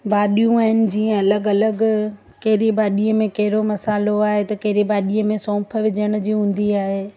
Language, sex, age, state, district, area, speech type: Sindhi, female, 30-45, Gujarat, Surat, urban, spontaneous